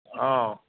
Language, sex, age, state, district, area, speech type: Maithili, male, 60+, Bihar, Madhepura, urban, conversation